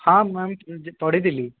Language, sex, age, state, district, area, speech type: Odia, male, 18-30, Odisha, Dhenkanal, rural, conversation